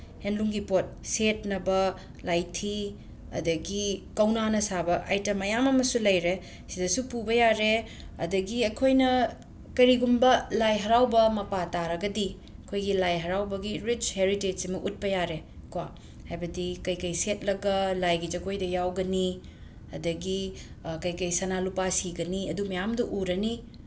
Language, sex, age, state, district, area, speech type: Manipuri, female, 30-45, Manipur, Imphal West, urban, spontaneous